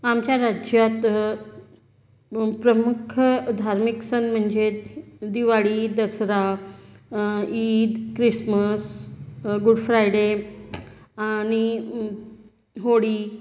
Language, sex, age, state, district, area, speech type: Marathi, female, 30-45, Maharashtra, Gondia, rural, spontaneous